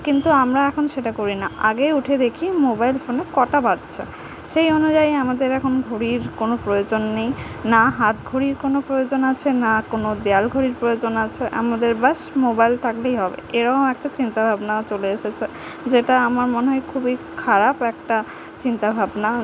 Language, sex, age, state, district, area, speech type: Bengali, female, 30-45, West Bengal, Purba Medinipur, rural, spontaneous